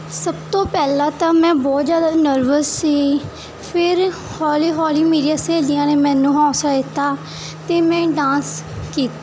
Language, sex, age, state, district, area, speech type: Punjabi, female, 18-30, Punjab, Mansa, rural, spontaneous